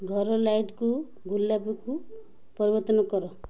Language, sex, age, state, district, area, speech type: Odia, female, 45-60, Odisha, Ganjam, urban, read